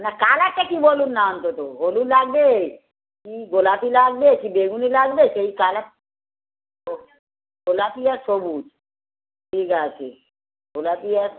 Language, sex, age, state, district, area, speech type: Bengali, female, 60+, West Bengal, Darjeeling, rural, conversation